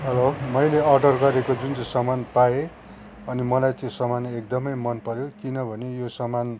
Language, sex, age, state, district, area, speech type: Nepali, male, 60+, West Bengal, Kalimpong, rural, spontaneous